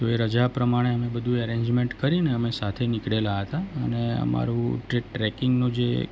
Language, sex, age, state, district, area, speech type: Gujarati, male, 45-60, Gujarat, Surat, rural, spontaneous